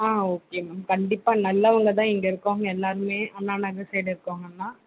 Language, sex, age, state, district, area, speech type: Tamil, female, 18-30, Tamil Nadu, Tiruvallur, urban, conversation